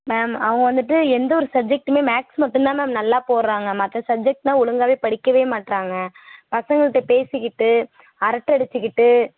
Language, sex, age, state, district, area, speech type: Tamil, female, 18-30, Tamil Nadu, Mayiladuthurai, urban, conversation